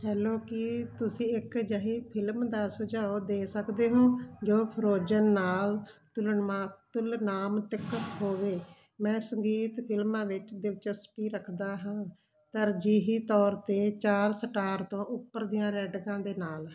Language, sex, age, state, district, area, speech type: Punjabi, female, 60+, Punjab, Barnala, rural, read